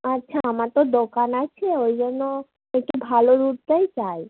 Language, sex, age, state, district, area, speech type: Bengali, female, 30-45, West Bengal, Hooghly, urban, conversation